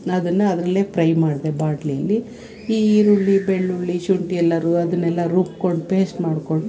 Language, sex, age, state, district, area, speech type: Kannada, female, 45-60, Karnataka, Bangalore Urban, urban, spontaneous